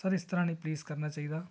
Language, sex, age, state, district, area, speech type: Punjabi, male, 30-45, Punjab, Tarn Taran, urban, spontaneous